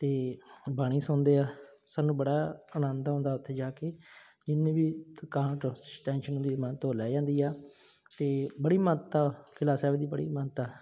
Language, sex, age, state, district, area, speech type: Punjabi, male, 30-45, Punjab, Bathinda, urban, spontaneous